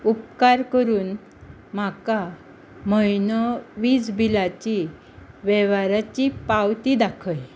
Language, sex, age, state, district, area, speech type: Goan Konkani, female, 60+, Goa, Bardez, rural, read